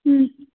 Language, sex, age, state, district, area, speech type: Tamil, female, 18-30, Tamil Nadu, Thanjavur, rural, conversation